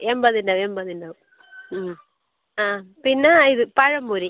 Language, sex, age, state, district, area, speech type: Malayalam, female, 30-45, Kerala, Kasaragod, rural, conversation